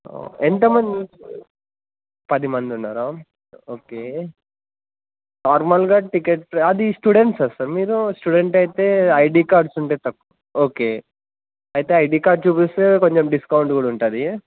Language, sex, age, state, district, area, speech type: Telugu, male, 18-30, Telangana, Suryapet, urban, conversation